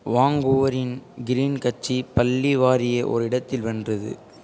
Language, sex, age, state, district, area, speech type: Tamil, male, 18-30, Tamil Nadu, Ranipet, rural, read